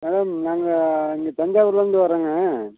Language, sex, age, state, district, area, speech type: Tamil, male, 45-60, Tamil Nadu, Nilgiris, rural, conversation